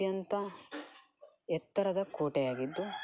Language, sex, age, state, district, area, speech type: Kannada, male, 18-30, Karnataka, Dakshina Kannada, rural, spontaneous